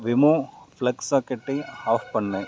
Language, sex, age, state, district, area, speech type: Tamil, male, 30-45, Tamil Nadu, Dharmapuri, rural, read